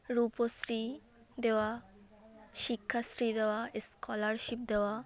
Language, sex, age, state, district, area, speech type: Bengali, female, 18-30, West Bengal, South 24 Parganas, rural, spontaneous